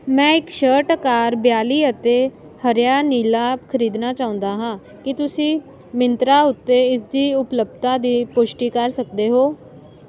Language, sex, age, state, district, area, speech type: Punjabi, female, 18-30, Punjab, Ludhiana, rural, read